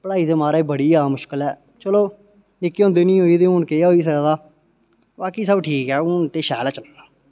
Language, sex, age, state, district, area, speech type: Dogri, male, 18-30, Jammu and Kashmir, Reasi, rural, spontaneous